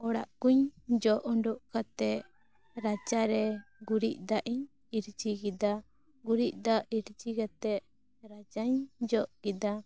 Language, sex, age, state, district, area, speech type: Santali, female, 18-30, West Bengal, Bankura, rural, spontaneous